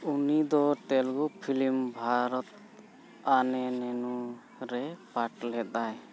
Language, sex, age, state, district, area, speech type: Santali, male, 45-60, Jharkhand, Bokaro, rural, read